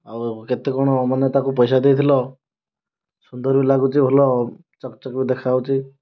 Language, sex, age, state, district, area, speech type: Odia, male, 30-45, Odisha, Kandhamal, rural, spontaneous